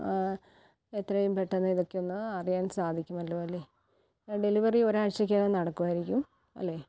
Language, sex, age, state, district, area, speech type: Malayalam, female, 30-45, Kerala, Kottayam, rural, spontaneous